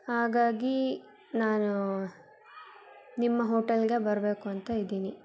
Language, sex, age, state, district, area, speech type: Kannada, female, 18-30, Karnataka, Davanagere, urban, spontaneous